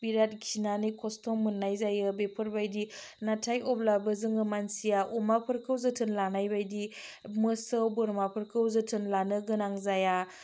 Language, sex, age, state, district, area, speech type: Bodo, female, 30-45, Assam, Chirang, rural, spontaneous